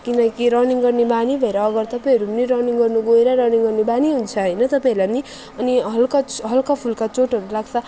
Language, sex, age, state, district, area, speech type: Nepali, female, 30-45, West Bengal, Alipurduar, urban, spontaneous